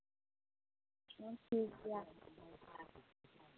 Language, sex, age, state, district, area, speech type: Santali, female, 18-30, West Bengal, Purba Bardhaman, rural, conversation